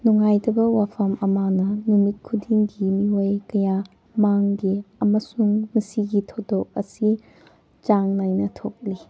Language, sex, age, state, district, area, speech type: Manipuri, female, 18-30, Manipur, Kangpokpi, rural, read